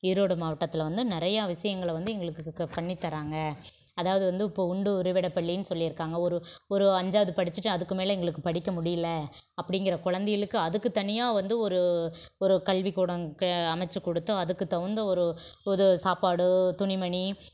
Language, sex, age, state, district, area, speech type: Tamil, female, 45-60, Tamil Nadu, Erode, rural, spontaneous